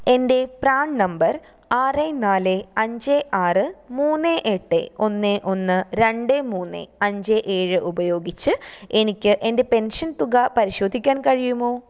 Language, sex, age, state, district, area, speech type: Malayalam, female, 18-30, Kerala, Thiruvananthapuram, rural, read